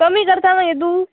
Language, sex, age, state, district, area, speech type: Goan Konkani, female, 18-30, Goa, Murmgao, urban, conversation